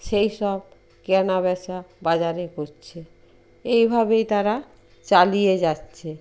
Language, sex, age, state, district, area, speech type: Bengali, female, 60+, West Bengal, Purba Medinipur, rural, spontaneous